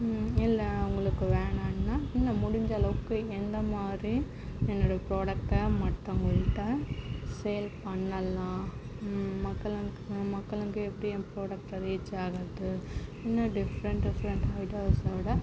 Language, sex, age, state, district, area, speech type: Tamil, female, 60+, Tamil Nadu, Cuddalore, urban, spontaneous